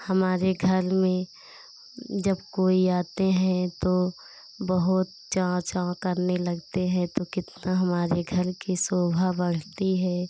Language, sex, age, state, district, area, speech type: Hindi, female, 30-45, Uttar Pradesh, Pratapgarh, rural, spontaneous